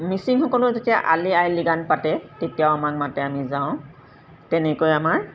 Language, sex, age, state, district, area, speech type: Assamese, female, 45-60, Assam, Golaghat, urban, spontaneous